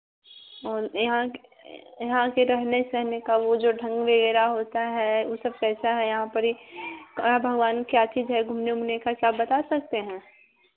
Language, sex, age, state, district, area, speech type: Hindi, female, 18-30, Bihar, Vaishali, rural, conversation